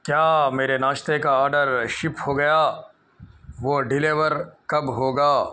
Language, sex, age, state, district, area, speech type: Urdu, male, 45-60, Telangana, Hyderabad, urban, read